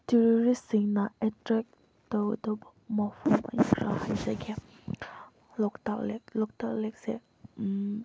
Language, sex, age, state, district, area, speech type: Manipuri, female, 18-30, Manipur, Chandel, rural, spontaneous